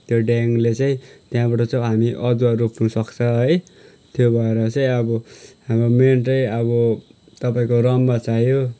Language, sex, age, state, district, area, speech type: Nepali, male, 30-45, West Bengal, Kalimpong, rural, spontaneous